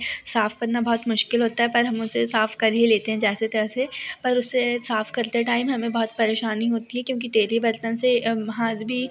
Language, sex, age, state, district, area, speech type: Hindi, female, 18-30, Madhya Pradesh, Seoni, urban, spontaneous